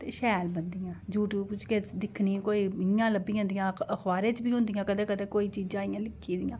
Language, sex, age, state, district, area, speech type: Dogri, female, 45-60, Jammu and Kashmir, Udhampur, rural, spontaneous